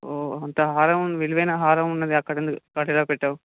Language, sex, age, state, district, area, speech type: Telugu, male, 18-30, Telangana, Sangareddy, urban, conversation